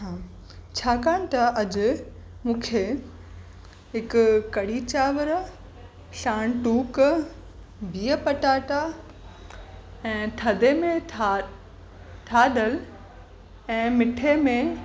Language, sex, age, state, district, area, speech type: Sindhi, female, 18-30, Maharashtra, Mumbai Suburban, urban, spontaneous